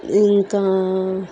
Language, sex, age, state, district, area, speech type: Telugu, female, 18-30, Telangana, Nalgonda, urban, spontaneous